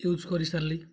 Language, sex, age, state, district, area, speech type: Odia, male, 18-30, Odisha, Mayurbhanj, rural, spontaneous